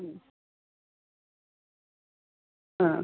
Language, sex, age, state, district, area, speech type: Malayalam, female, 45-60, Kerala, Thiruvananthapuram, rural, conversation